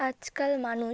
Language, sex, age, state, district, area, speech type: Bengali, female, 18-30, West Bengal, South 24 Parganas, rural, spontaneous